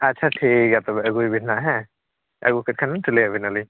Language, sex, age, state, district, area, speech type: Santali, male, 45-60, Odisha, Mayurbhanj, rural, conversation